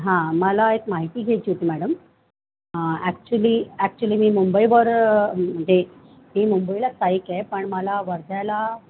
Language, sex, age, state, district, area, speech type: Marathi, female, 45-60, Maharashtra, Mumbai Suburban, urban, conversation